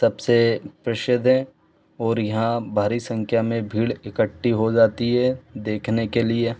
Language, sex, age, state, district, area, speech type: Hindi, male, 18-30, Madhya Pradesh, Bhopal, urban, spontaneous